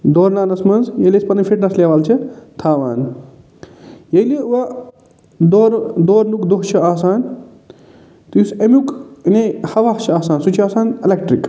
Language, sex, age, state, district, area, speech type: Kashmiri, male, 45-60, Jammu and Kashmir, Budgam, urban, spontaneous